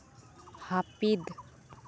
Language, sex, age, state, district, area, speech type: Santali, female, 18-30, West Bengal, Uttar Dinajpur, rural, read